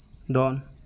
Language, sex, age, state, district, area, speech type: Santali, male, 18-30, Jharkhand, Seraikela Kharsawan, rural, read